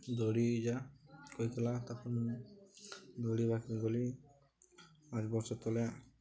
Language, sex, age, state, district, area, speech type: Odia, male, 18-30, Odisha, Nuapada, urban, spontaneous